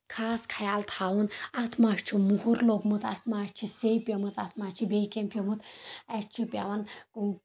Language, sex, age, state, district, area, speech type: Kashmiri, female, 18-30, Jammu and Kashmir, Kulgam, rural, spontaneous